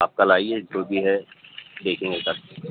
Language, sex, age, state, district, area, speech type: Urdu, male, 30-45, Telangana, Hyderabad, urban, conversation